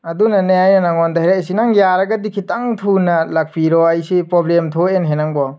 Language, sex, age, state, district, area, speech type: Manipuri, male, 18-30, Manipur, Tengnoupal, rural, spontaneous